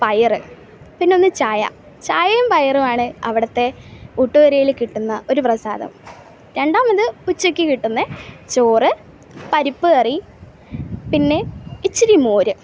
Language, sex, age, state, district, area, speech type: Malayalam, female, 18-30, Kerala, Kasaragod, urban, spontaneous